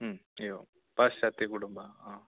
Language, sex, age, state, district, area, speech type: Sanskrit, male, 18-30, Kerala, Idukki, urban, conversation